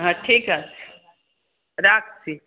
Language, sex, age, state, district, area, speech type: Bengali, female, 60+, West Bengal, Darjeeling, urban, conversation